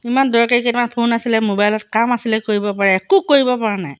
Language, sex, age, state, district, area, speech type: Assamese, female, 60+, Assam, Golaghat, urban, spontaneous